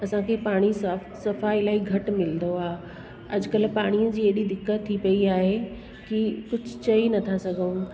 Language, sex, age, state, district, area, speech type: Sindhi, female, 45-60, Delhi, South Delhi, urban, spontaneous